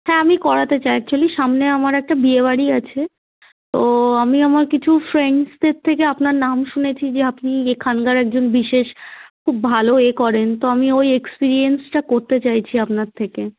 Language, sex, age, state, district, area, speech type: Bengali, female, 18-30, West Bengal, Darjeeling, urban, conversation